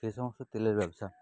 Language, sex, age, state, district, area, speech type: Bengali, male, 30-45, West Bengal, Nadia, rural, spontaneous